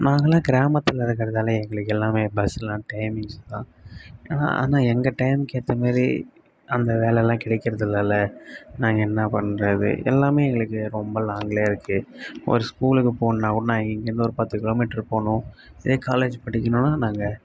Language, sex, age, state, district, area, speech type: Tamil, male, 18-30, Tamil Nadu, Kallakurichi, rural, spontaneous